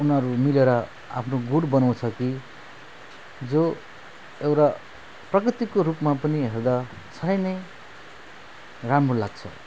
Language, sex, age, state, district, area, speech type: Nepali, male, 30-45, West Bengal, Alipurduar, urban, spontaneous